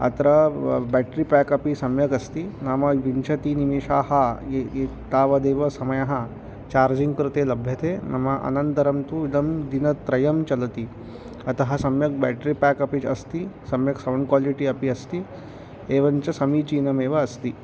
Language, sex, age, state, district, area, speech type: Sanskrit, male, 18-30, Maharashtra, Chandrapur, urban, spontaneous